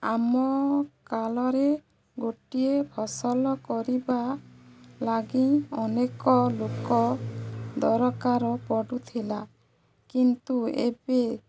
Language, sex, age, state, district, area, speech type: Odia, female, 30-45, Odisha, Balangir, urban, spontaneous